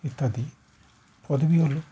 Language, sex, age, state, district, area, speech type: Bengali, male, 45-60, West Bengal, Howrah, urban, spontaneous